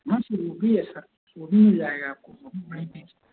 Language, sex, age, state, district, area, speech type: Hindi, male, 30-45, Uttar Pradesh, Mau, rural, conversation